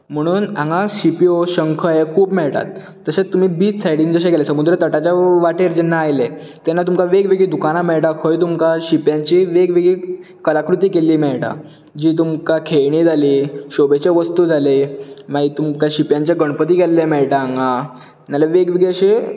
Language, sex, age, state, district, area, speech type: Goan Konkani, male, 18-30, Goa, Bardez, urban, spontaneous